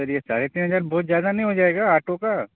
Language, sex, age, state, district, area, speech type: Urdu, male, 30-45, Uttar Pradesh, Balrampur, rural, conversation